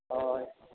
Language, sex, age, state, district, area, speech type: Santali, male, 60+, Odisha, Mayurbhanj, rural, conversation